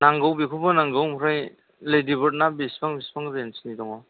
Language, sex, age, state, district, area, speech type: Bodo, male, 30-45, Assam, Chirang, rural, conversation